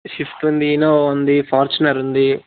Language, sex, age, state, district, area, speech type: Telugu, male, 60+, Andhra Pradesh, Chittoor, rural, conversation